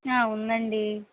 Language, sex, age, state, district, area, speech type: Telugu, female, 18-30, Andhra Pradesh, Kadapa, rural, conversation